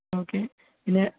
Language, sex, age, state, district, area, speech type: Malayalam, male, 18-30, Kerala, Palakkad, rural, conversation